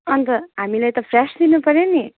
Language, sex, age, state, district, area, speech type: Nepali, female, 18-30, West Bengal, Darjeeling, rural, conversation